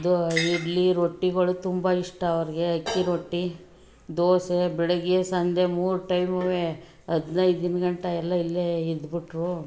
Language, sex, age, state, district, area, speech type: Kannada, female, 60+, Karnataka, Mandya, urban, spontaneous